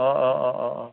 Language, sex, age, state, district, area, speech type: Assamese, male, 60+, Assam, Darrang, rural, conversation